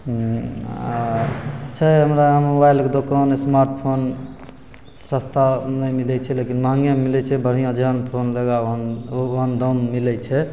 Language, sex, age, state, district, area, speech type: Maithili, male, 18-30, Bihar, Begusarai, rural, spontaneous